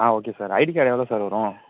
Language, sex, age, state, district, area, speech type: Tamil, male, 18-30, Tamil Nadu, Thanjavur, rural, conversation